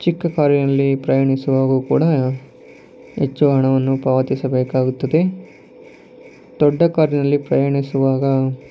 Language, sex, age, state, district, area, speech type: Kannada, male, 45-60, Karnataka, Tumkur, urban, spontaneous